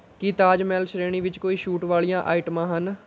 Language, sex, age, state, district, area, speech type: Punjabi, male, 18-30, Punjab, Mohali, rural, read